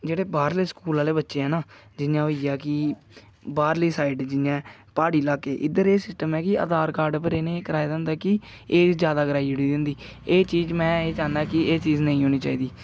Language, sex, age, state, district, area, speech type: Dogri, male, 18-30, Jammu and Kashmir, Kathua, rural, spontaneous